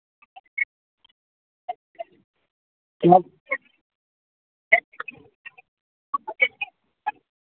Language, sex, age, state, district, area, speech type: Hindi, male, 45-60, Rajasthan, Bharatpur, urban, conversation